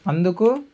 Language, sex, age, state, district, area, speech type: Telugu, male, 18-30, Andhra Pradesh, Alluri Sitarama Raju, rural, spontaneous